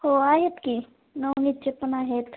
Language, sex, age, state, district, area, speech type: Marathi, female, 18-30, Maharashtra, Osmanabad, rural, conversation